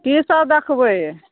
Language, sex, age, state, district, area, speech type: Maithili, female, 45-60, Bihar, Araria, rural, conversation